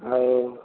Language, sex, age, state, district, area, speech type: Odia, male, 45-60, Odisha, Dhenkanal, rural, conversation